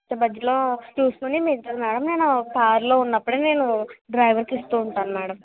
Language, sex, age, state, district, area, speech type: Telugu, female, 60+, Andhra Pradesh, Kakinada, rural, conversation